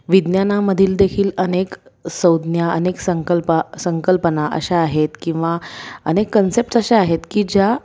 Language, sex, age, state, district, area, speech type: Marathi, female, 30-45, Maharashtra, Pune, urban, spontaneous